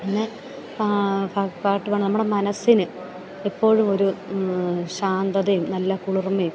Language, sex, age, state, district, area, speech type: Malayalam, female, 30-45, Kerala, Alappuzha, rural, spontaneous